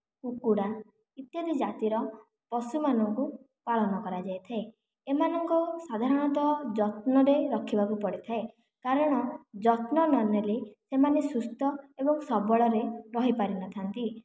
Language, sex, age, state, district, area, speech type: Odia, female, 45-60, Odisha, Khordha, rural, spontaneous